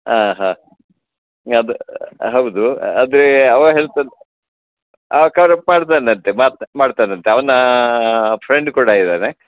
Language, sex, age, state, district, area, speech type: Kannada, male, 60+, Karnataka, Udupi, rural, conversation